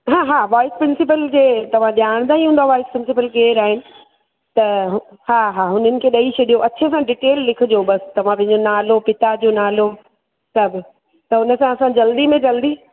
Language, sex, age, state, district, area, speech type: Sindhi, female, 45-60, Uttar Pradesh, Lucknow, urban, conversation